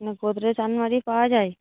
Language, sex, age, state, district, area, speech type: Bengali, female, 45-60, West Bengal, Paschim Medinipur, urban, conversation